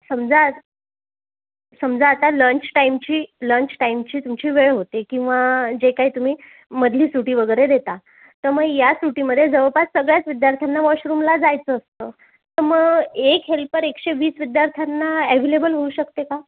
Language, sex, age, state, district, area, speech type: Marathi, female, 30-45, Maharashtra, Amravati, rural, conversation